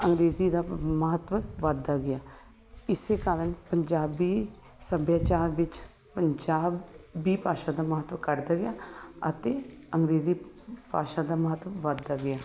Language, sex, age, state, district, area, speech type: Punjabi, female, 30-45, Punjab, Shaheed Bhagat Singh Nagar, urban, spontaneous